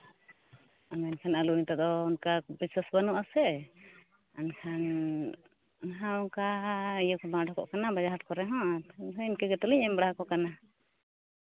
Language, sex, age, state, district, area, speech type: Santali, female, 30-45, Jharkhand, East Singhbhum, rural, conversation